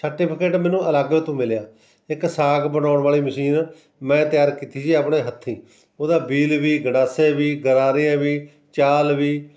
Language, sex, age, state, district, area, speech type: Punjabi, male, 45-60, Punjab, Fatehgarh Sahib, rural, spontaneous